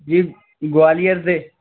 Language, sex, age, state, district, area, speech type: Hindi, male, 30-45, Madhya Pradesh, Gwalior, urban, conversation